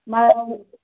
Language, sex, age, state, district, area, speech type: Telugu, female, 18-30, Andhra Pradesh, Sri Satya Sai, urban, conversation